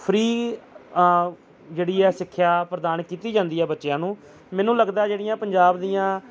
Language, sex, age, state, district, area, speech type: Punjabi, male, 30-45, Punjab, Gurdaspur, urban, spontaneous